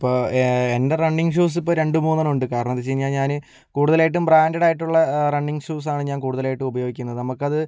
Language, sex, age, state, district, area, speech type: Malayalam, male, 45-60, Kerala, Kozhikode, urban, spontaneous